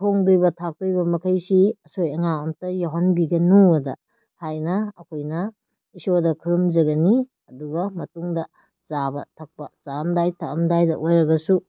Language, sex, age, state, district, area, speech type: Manipuri, female, 30-45, Manipur, Kakching, rural, spontaneous